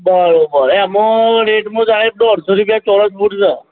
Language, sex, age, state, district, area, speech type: Gujarati, male, 45-60, Gujarat, Aravalli, urban, conversation